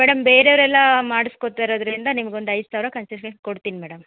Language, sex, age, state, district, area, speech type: Kannada, female, 30-45, Karnataka, Chitradurga, rural, conversation